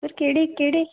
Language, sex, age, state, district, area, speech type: Punjabi, female, 45-60, Punjab, Tarn Taran, urban, conversation